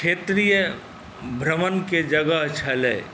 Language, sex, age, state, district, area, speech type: Maithili, male, 60+, Bihar, Saharsa, rural, spontaneous